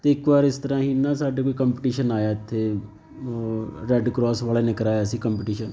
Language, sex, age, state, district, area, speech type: Punjabi, male, 30-45, Punjab, Fatehgarh Sahib, rural, spontaneous